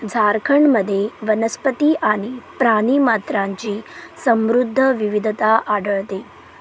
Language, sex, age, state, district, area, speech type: Marathi, female, 18-30, Maharashtra, Solapur, urban, read